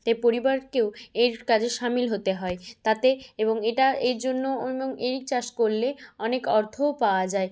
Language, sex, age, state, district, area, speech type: Bengali, female, 18-30, West Bengal, Bankura, rural, spontaneous